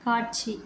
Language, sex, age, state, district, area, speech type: Tamil, female, 18-30, Tamil Nadu, Tiruvannamalai, urban, read